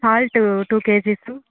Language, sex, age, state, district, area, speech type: Telugu, female, 30-45, Andhra Pradesh, Sri Balaji, rural, conversation